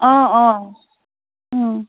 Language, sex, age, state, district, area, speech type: Assamese, female, 45-60, Assam, Dibrugarh, rural, conversation